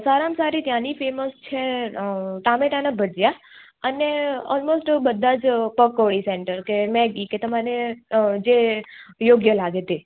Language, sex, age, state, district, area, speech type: Gujarati, female, 18-30, Gujarat, Surat, urban, conversation